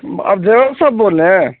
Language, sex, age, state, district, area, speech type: Urdu, male, 30-45, Bihar, Saharsa, rural, conversation